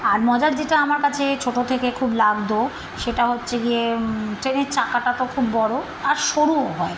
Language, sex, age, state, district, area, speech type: Bengali, female, 45-60, West Bengal, Birbhum, urban, spontaneous